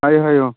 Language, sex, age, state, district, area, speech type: Manipuri, male, 18-30, Manipur, Tengnoupal, rural, conversation